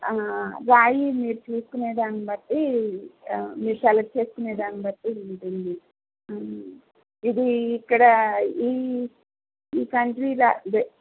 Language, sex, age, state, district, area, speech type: Telugu, female, 30-45, Andhra Pradesh, N T Rama Rao, urban, conversation